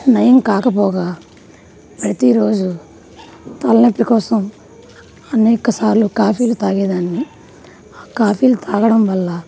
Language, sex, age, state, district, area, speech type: Telugu, female, 30-45, Andhra Pradesh, Nellore, rural, spontaneous